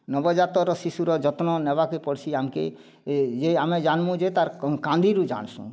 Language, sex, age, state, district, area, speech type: Odia, male, 45-60, Odisha, Kalahandi, rural, spontaneous